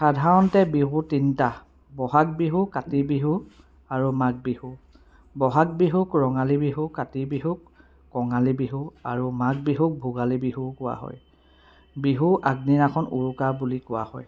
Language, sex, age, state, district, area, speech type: Assamese, male, 30-45, Assam, Sivasagar, urban, spontaneous